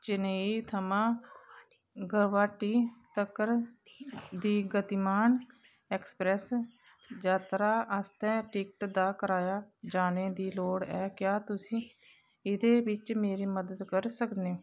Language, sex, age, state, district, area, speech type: Dogri, female, 30-45, Jammu and Kashmir, Kathua, rural, read